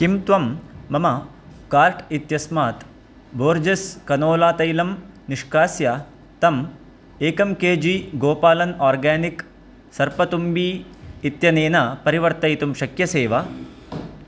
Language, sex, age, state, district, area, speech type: Sanskrit, male, 30-45, Karnataka, Dakshina Kannada, rural, read